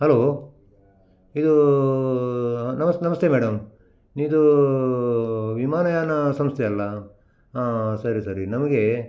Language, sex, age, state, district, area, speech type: Kannada, male, 60+, Karnataka, Udupi, rural, spontaneous